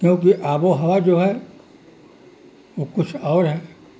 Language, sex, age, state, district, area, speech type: Urdu, male, 60+, Uttar Pradesh, Mirzapur, rural, spontaneous